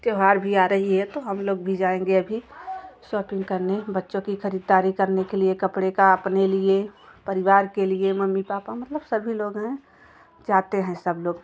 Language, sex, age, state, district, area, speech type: Hindi, female, 30-45, Uttar Pradesh, Jaunpur, urban, spontaneous